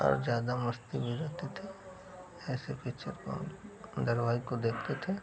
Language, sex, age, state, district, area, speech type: Hindi, male, 30-45, Uttar Pradesh, Mau, rural, spontaneous